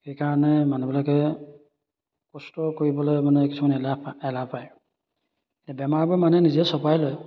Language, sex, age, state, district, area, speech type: Assamese, male, 30-45, Assam, Majuli, urban, spontaneous